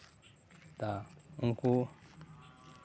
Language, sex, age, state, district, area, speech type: Santali, male, 30-45, West Bengal, Purba Bardhaman, rural, spontaneous